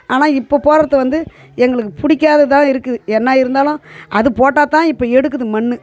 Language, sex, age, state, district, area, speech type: Tamil, female, 60+, Tamil Nadu, Tiruvannamalai, rural, spontaneous